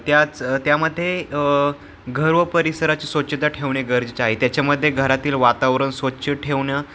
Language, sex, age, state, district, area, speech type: Marathi, male, 18-30, Maharashtra, Ahmednagar, urban, spontaneous